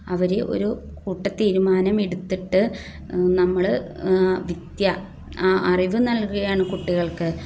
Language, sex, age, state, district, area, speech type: Malayalam, female, 30-45, Kerala, Kozhikode, rural, spontaneous